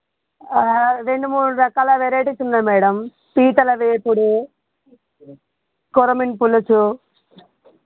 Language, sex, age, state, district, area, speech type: Telugu, female, 30-45, Telangana, Hanamkonda, rural, conversation